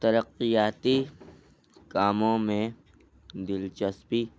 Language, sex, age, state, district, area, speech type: Urdu, male, 18-30, Delhi, North East Delhi, rural, spontaneous